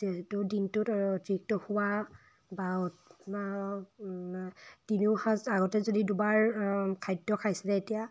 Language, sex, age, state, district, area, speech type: Assamese, female, 18-30, Assam, Dibrugarh, rural, spontaneous